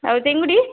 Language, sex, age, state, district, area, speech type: Odia, female, 45-60, Odisha, Ganjam, urban, conversation